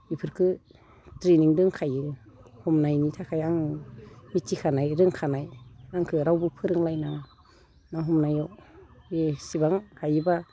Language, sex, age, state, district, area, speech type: Bodo, female, 45-60, Assam, Udalguri, rural, spontaneous